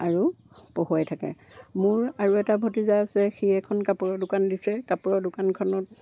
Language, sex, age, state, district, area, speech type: Assamese, female, 60+, Assam, Charaideo, rural, spontaneous